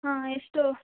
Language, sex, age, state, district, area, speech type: Kannada, female, 18-30, Karnataka, Gadag, rural, conversation